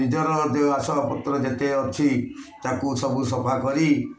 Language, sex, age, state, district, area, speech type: Odia, male, 45-60, Odisha, Kendrapara, urban, spontaneous